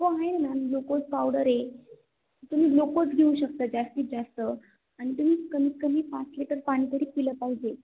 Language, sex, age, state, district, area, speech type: Marathi, female, 18-30, Maharashtra, Ahmednagar, rural, conversation